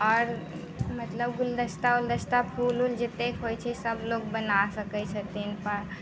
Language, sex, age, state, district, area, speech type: Maithili, female, 18-30, Bihar, Muzaffarpur, rural, spontaneous